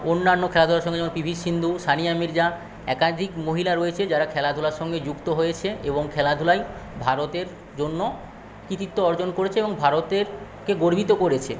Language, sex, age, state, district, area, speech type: Bengali, male, 45-60, West Bengal, Paschim Medinipur, rural, spontaneous